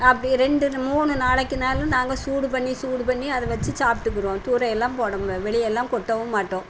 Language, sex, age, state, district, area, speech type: Tamil, female, 60+, Tamil Nadu, Thoothukudi, rural, spontaneous